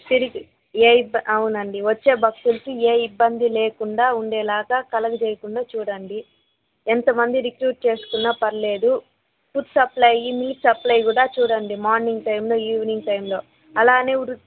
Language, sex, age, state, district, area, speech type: Telugu, female, 18-30, Andhra Pradesh, Chittoor, urban, conversation